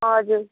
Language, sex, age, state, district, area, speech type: Nepali, female, 30-45, West Bengal, Kalimpong, rural, conversation